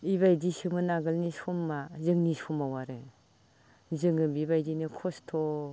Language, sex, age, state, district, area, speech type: Bodo, female, 45-60, Assam, Baksa, rural, spontaneous